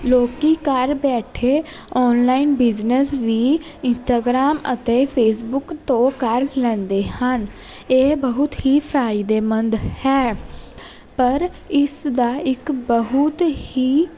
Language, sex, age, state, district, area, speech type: Punjabi, female, 18-30, Punjab, Jalandhar, urban, spontaneous